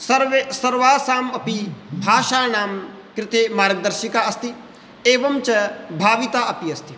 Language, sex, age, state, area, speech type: Sanskrit, male, 30-45, Rajasthan, urban, spontaneous